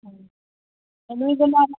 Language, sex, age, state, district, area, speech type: Telugu, female, 30-45, Telangana, Hyderabad, urban, conversation